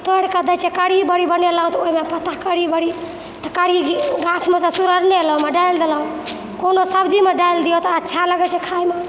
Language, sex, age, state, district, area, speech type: Maithili, female, 60+, Bihar, Purnia, urban, spontaneous